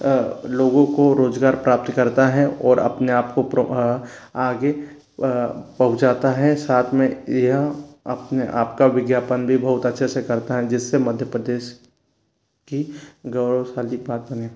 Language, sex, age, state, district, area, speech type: Hindi, male, 30-45, Madhya Pradesh, Bhopal, urban, spontaneous